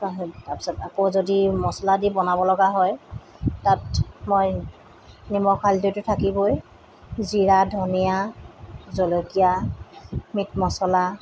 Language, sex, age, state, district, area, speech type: Assamese, female, 45-60, Assam, Tinsukia, rural, spontaneous